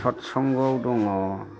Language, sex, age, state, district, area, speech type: Bodo, male, 45-60, Assam, Kokrajhar, rural, spontaneous